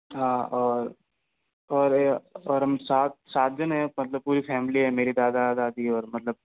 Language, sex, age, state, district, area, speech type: Hindi, male, 45-60, Rajasthan, Jodhpur, urban, conversation